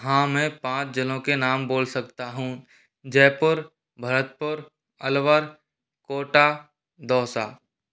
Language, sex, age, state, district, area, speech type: Hindi, male, 30-45, Rajasthan, Jaipur, urban, spontaneous